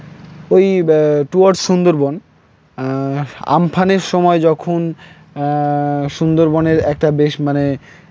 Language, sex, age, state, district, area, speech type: Bengali, male, 18-30, West Bengal, Howrah, urban, spontaneous